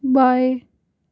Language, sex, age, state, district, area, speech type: Hindi, male, 60+, Rajasthan, Jaipur, urban, read